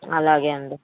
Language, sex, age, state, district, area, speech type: Telugu, female, 18-30, Telangana, Medchal, urban, conversation